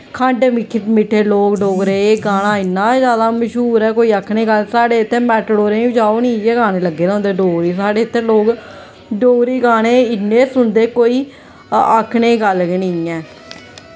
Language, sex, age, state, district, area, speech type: Dogri, female, 18-30, Jammu and Kashmir, Jammu, rural, spontaneous